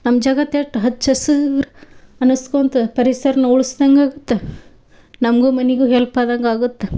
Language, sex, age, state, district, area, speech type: Kannada, female, 18-30, Karnataka, Dharwad, rural, spontaneous